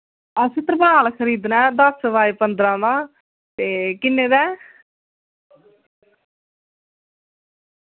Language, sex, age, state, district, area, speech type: Dogri, female, 18-30, Jammu and Kashmir, Samba, rural, conversation